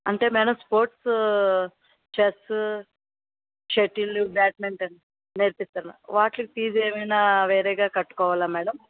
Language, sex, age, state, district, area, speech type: Telugu, female, 60+, Andhra Pradesh, Vizianagaram, rural, conversation